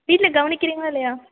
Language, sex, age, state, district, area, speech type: Tamil, female, 18-30, Tamil Nadu, Thanjavur, urban, conversation